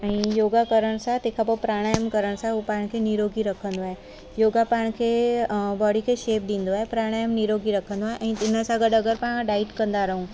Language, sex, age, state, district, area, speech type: Sindhi, female, 30-45, Gujarat, Surat, urban, spontaneous